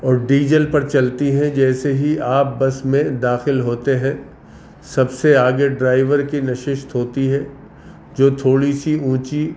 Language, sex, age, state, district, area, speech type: Urdu, male, 45-60, Uttar Pradesh, Gautam Buddha Nagar, urban, spontaneous